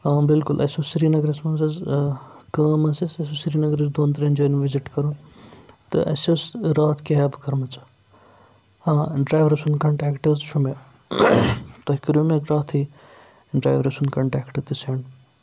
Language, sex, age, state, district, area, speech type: Kashmiri, male, 30-45, Jammu and Kashmir, Srinagar, urban, spontaneous